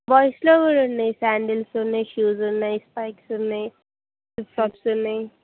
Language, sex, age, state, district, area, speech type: Telugu, female, 18-30, Telangana, Jayashankar, urban, conversation